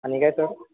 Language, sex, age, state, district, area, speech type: Marathi, male, 18-30, Maharashtra, Kolhapur, urban, conversation